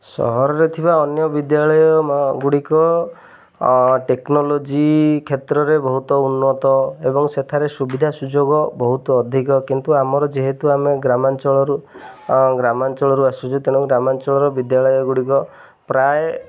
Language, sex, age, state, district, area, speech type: Odia, male, 30-45, Odisha, Jagatsinghpur, rural, spontaneous